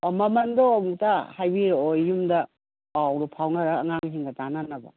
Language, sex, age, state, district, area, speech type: Manipuri, female, 60+, Manipur, Imphal West, urban, conversation